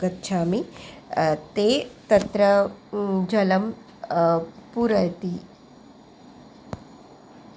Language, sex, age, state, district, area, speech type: Sanskrit, female, 45-60, Maharashtra, Nagpur, urban, spontaneous